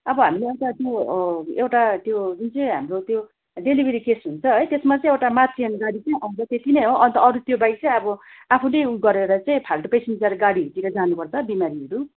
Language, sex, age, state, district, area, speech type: Nepali, female, 45-60, West Bengal, Darjeeling, rural, conversation